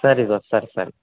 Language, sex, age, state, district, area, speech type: Kannada, male, 18-30, Karnataka, Koppal, rural, conversation